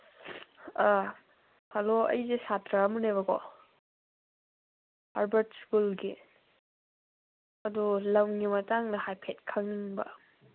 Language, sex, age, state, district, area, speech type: Manipuri, female, 18-30, Manipur, Senapati, rural, conversation